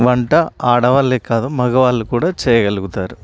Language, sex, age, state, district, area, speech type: Telugu, male, 30-45, Telangana, Karimnagar, rural, spontaneous